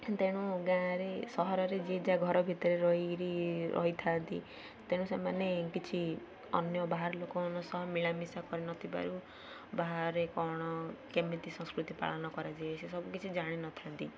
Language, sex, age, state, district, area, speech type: Odia, female, 18-30, Odisha, Ganjam, urban, spontaneous